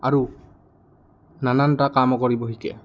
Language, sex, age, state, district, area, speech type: Assamese, male, 18-30, Assam, Goalpara, urban, spontaneous